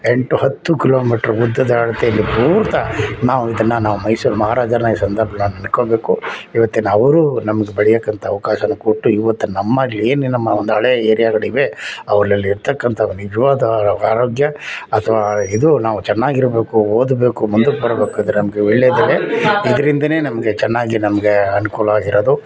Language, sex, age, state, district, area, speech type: Kannada, male, 60+, Karnataka, Mysore, urban, spontaneous